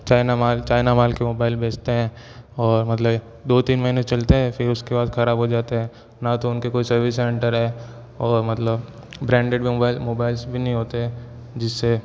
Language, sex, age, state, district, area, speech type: Hindi, male, 18-30, Rajasthan, Jodhpur, urban, spontaneous